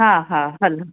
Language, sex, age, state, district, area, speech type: Sindhi, female, 45-60, Maharashtra, Mumbai Suburban, urban, conversation